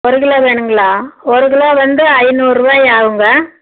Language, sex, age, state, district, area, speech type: Tamil, female, 60+, Tamil Nadu, Erode, urban, conversation